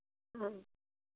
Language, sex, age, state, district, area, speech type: Hindi, female, 45-60, Uttar Pradesh, Hardoi, rural, conversation